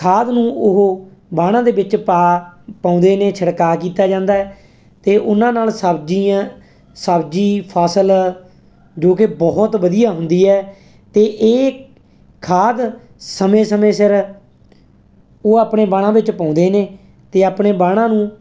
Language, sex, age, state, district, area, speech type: Punjabi, male, 30-45, Punjab, Mansa, urban, spontaneous